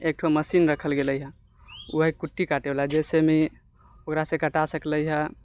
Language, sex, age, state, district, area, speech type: Maithili, male, 18-30, Bihar, Purnia, rural, spontaneous